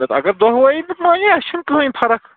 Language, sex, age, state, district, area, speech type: Kashmiri, male, 18-30, Jammu and Kashmir, Kulgam, rural, conversation